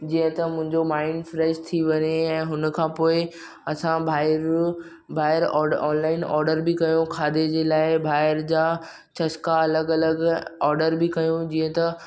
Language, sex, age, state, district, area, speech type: Sindhi, male, 18-30, Maharashtra, Mumbai Suburban, urban, spontaneous